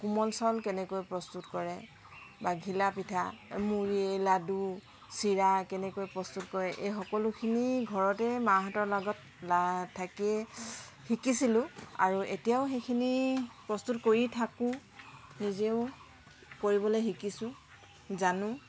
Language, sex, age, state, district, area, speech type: Assamese, female, 60+, Assam, Tinsukia, rural, spontaneous